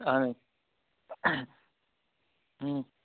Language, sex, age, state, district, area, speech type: Kashmiri, male, 30-45, Jammu and Kashmir, Anantnag, rural, conversation